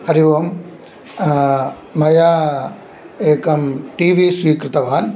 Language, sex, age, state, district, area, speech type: Sanskrit, male, 45-60, Andhra Pradesh, Kurnool, urban, spontaneous